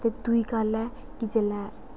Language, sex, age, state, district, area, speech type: Dogri, female, 18-30, Jammu and Kashmir, Udhampur, rural, spontaneous